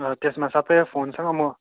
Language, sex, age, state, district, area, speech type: Nepali, male, 18-30, West Bengal, Darjeeling, rural, conversation